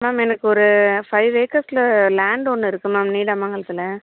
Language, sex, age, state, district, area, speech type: Tamil, female, 30-45, Tamil Nadu, Tiruvarur, rural, conversation